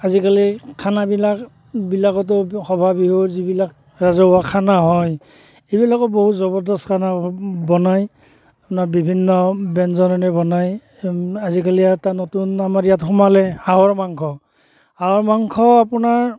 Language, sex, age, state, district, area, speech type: Assamese, male, 45-60, Assam, Barpeta, rural, spontaneous